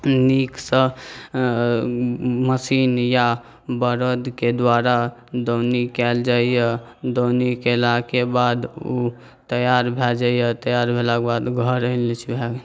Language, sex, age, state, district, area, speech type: Maithili, male, 18-30, Bihar, Saharsa, rural, spontaneous